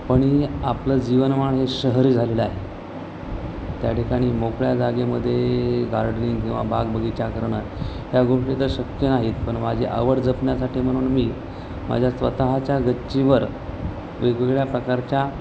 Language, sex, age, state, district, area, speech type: Marathi, male, 30-45, Maharashtra, Nanded, urban, spontaneous